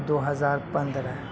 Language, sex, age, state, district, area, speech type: Urdu, male, 18-30, Delhi, North West Delhi, urban, spontaneous